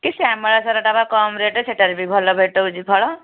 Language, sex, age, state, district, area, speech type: Odia, female, 30-45, Odisha, Kendujhar, urban, conversation